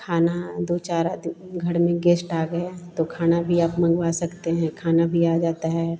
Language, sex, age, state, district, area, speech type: Hindi, female, 45-60, Bihar, Vaishali, urban, spontaneous